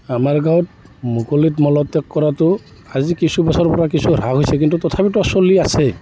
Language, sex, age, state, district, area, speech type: Assamese, male, 45-60, Assam, Barpeta, rural, spontaneous